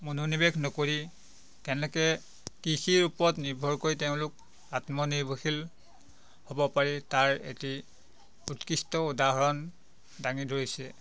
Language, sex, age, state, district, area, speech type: Assamese, male, 45-60, Assam, Biswanath, rural, spontaneous